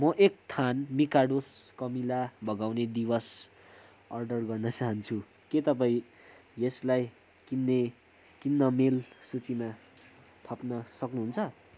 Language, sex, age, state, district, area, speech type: Nepali, male, 18-30, West Bengal, Kalimpong, rural, read